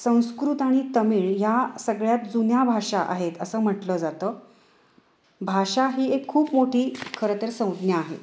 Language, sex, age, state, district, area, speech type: Marathi, female, 30-45, Maharashtra, Sangli, urban, spontaneous